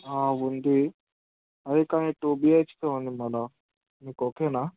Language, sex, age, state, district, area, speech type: Telugu, male, 18-30, Telangana, Hyderabad, urban, conversation